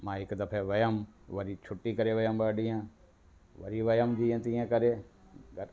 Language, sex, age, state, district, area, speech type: Sindhi, male, 60+, Delhi, South Delhi, urban, spontaneous